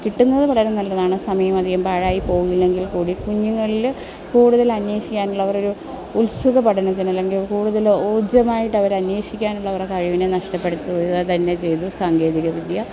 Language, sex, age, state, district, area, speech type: Malayalam, female, 30-45, Kerala, Alappuzha, urban, spontaneous